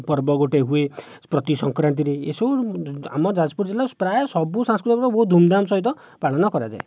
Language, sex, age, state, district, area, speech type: Odia, male, 45-60, Odisha, Jajpur, rural, spontaneous